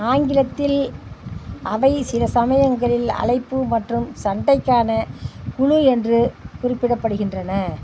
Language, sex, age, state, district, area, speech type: Tamil, female, 60+, Tamil Nadu, Tiruppur, rural, read